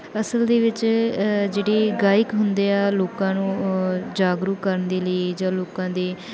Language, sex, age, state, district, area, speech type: Punjabi, female, 18-30, Punjab, Bathinda, rural, spontaneous